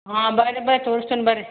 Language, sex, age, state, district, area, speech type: Kannada, female, 60+, Karnataka, Belgaum, rural, conversation